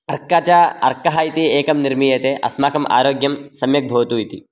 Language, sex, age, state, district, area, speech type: Sanskrit, male, 18-30, Karnataka, Raichur, rural, spontaneous